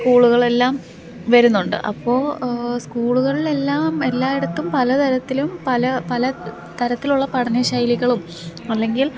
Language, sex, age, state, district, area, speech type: Malayalam, female, 30-45, Kerala, Pathanamthitta, rural, spontaneous